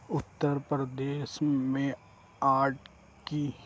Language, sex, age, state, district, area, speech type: Urdu, male, 18-30, Uttar Pradesh, Lucknow, urban, spontaneous